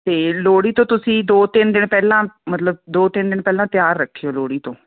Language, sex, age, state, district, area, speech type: Punjabi, female, 45-60, Punjab, Fazilka, rural, conversation